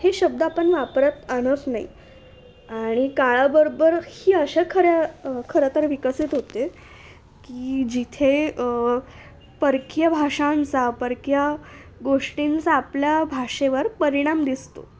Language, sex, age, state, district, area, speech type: Marathi, female, 18-30, Maharashtra, Nashik, urban, spontaneous